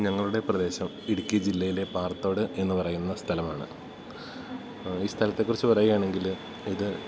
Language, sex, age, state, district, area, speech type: Malayalam, male, 30-45, Kerala, Idukki, rural, spontaneous